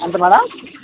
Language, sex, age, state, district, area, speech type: Telugu, male, 30-45, Andhra Pradesh, Vizianagaram, rural, conversation